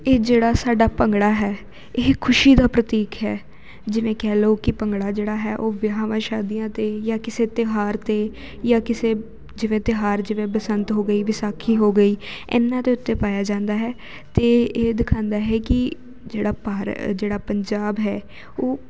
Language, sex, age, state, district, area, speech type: Punjabi, female, 18-30, Punjab, Jalandhar, urban, spontaneous